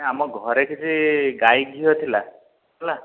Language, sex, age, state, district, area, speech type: Odia, male, 45-60, Odisha, Dhenkanal, rural, conversation